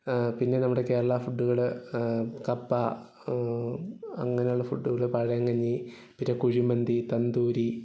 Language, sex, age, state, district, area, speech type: Malayalam, male, 18-30, Kerala, Idukki, rural, spontaneous